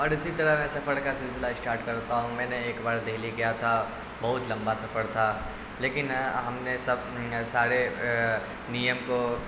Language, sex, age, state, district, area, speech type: Urdu, male, 18-30, Bihar, Darbhanga, urban, spontaneous